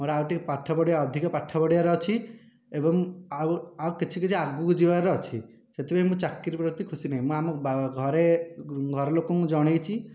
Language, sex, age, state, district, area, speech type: Odia, male, 18-30, Odisha, Dhenkanal, rural, spontaneous